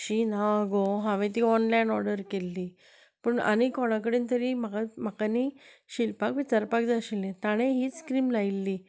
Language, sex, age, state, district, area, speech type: Goan Konkani, female, 30-45, Goa, Canacona, urban, spontaneous